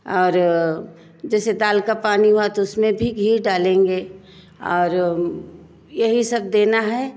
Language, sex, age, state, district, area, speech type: Hindi, female, 45-60, Uttar Pradesh, Bhadohi, rural, spontaneous